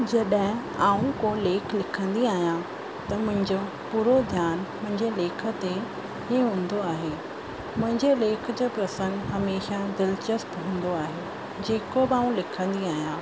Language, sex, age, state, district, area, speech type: Sindhi, female, 30-45, Rajasthan, Ajmer, urban, spontaneous